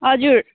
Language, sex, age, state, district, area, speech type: Nepali, female, 18-30, West Bengal, Kalimpong, rural, conversation